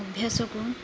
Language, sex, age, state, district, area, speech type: Odia, female, 30-45, Odisha, Jagatsinghpur, rural, spontaneous